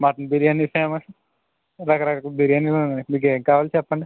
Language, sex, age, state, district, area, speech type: Telugu, male, 18-30, Andhra Pradesh, West Godavari, rural, conversation